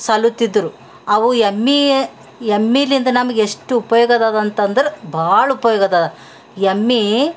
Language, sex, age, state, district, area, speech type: Kannada, female, 60+, Karnataka, Bidar, urban, spontaneous